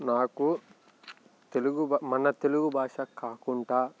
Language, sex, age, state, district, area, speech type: Telugu, male, 18-30, Telangana, Nalgonda, rural, spontaneous